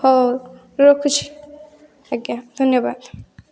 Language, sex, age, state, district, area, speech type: Odia, female, 18-30, Odisha, Rayagada, rural, spontaneous